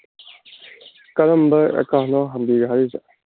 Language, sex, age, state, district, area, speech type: Manipuri, male, 45-60, Manipur, Kangpokpi, urban, conversation